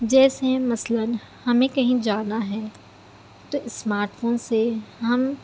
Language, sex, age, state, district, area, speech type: Urdu, female, 18-30, Telangana, Hyderabad, urban, spontaneous